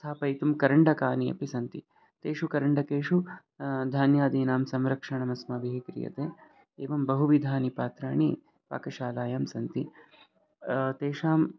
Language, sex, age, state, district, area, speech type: Sanskrit, male, 30-45, Karnataka, Bangalore Urban, urban, spontaneous